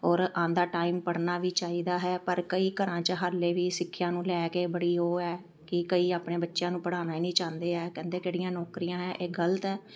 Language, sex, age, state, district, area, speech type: Punjabi, female, 45-60, Punjab, Amritsar, urban, spontaneous